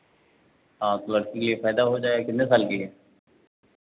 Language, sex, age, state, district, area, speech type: Hindi, male, 45-60, Uttar Pradesh, Lucknow, rural, conversation